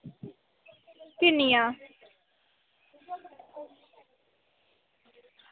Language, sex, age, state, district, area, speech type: Dogri, female, 18-30, Jammu and Kashmir, Samba, rural, conversation